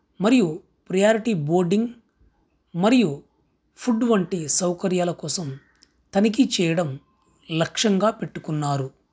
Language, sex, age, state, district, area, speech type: Telugu, male, 30-45, Andhra Pradesh, Krishna, urban, read